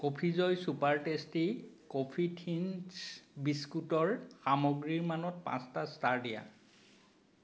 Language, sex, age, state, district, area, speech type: Assamese, male, 45-60, Assam, Biswanath, rural, read